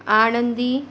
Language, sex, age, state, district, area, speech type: Marathi, female, 45-60, Maharashtra, Akola, urban, read